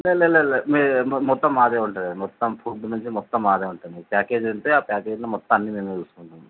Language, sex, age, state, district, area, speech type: Telugu, male, 45-60, Telangana, Mancherial, rural, conversation